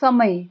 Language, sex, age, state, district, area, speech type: Nepali, female, 30-45, West Bengal, Kalimpong, rural, read